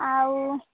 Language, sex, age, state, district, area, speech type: Odia, female, 18-30, Odisha, Nuapada, urban, conversation